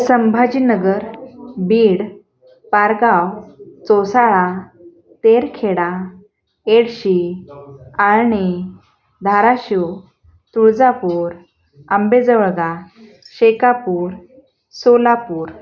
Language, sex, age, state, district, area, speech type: Marathi, female, 45-60, Maharashtra, Osmanabad, rural, spontaneous